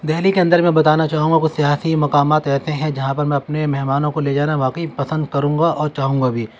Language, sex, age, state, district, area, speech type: Urdu, male, 18-30, Delhi, Central Delhi, urban, spontaneous